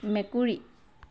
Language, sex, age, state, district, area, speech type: Assamese, female, 30-45, Assam, Sivasagar, urban, read